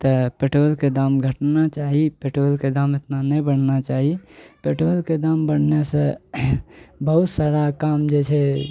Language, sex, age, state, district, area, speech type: Maithili, male, 18-30, Bihar, Araria, rural, spontaneous